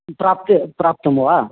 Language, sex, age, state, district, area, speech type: Sanskrit, male, 45-60, Karnataka, Uttara Kannada, rural, conversation